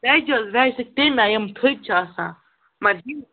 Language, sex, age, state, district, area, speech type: Kashmiri, male, 30-45, Jammu and Kashmir, Baramulla, rural, conversation